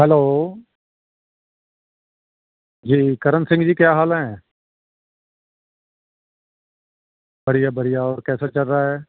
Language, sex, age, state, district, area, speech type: Urdu, male, 45-60, Delhi, South Delhi, urban, conversation